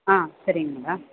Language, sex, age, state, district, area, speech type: Tamil, female, 30-45, Tamil Nadu, Ranipet, urban, conversation